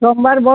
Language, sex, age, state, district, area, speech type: Bengali, female, 60+, West Bengal, Kolkata, urban, conversation